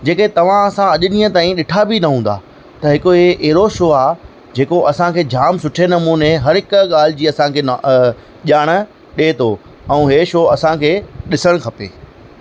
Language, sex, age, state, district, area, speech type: Sindhi, male, 30-45, Maharashtra, Thane, rural, spontaneous